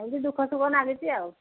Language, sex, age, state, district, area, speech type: Odia, female, 60+, Odisha, Angul, rural, conversation